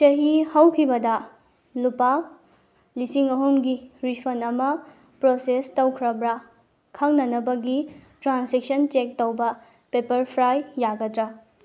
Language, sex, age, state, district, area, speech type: Manipuri, female, 18-30, Manipur, Bishnupur, rural, read